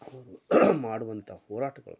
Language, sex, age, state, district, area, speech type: Kannada, male, 45-60, Karnataka, Koppal, rural, spontaneous